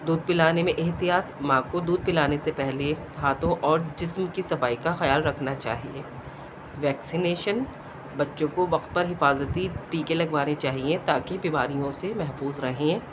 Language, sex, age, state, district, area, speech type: Urdu, female, 45-60, Delhi, South Delhi, urban, spontaneous